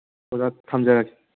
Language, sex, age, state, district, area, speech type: Manipuri, male, 18-30, Manipur, Kangpokpi, urban, conversation